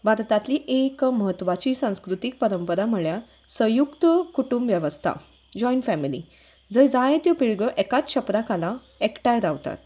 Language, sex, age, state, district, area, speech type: Goan Konkani, female, 30-45, Goa, Salcete, rural, spontaneous